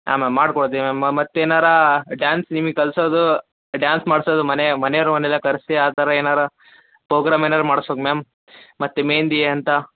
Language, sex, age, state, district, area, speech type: Kannada, male, 18-30, Karnataka, Davanagere, rural, conversation